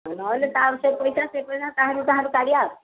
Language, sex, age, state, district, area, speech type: Odia, female, 60+, Odisha, Jharsuguda, rural, conversation